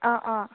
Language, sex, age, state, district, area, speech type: Assamese, female, 18-30, Assam, Sivasagar, urban, conversation